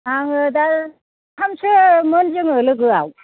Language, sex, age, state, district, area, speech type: Bodo, female, 60+, Assam, Kokrajhar, rural, conversation